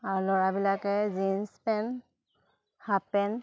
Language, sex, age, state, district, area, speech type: Assamese, female, 30-45, Assam, Golaghat, urban, spontaneous